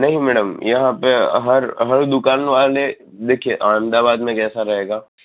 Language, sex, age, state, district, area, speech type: Gujarati, male, 30-45, Gujarat, Narmada, urban, conversation